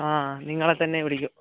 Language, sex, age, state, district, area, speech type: Malayalam, male, 18-30, Kerala, Kollam, rural, conversation